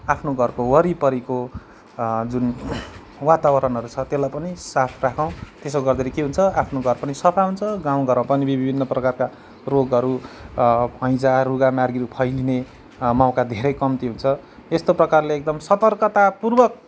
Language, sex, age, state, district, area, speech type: Nepali, male, 30-45, West Bengal, Kalimpong, rural, spontaneous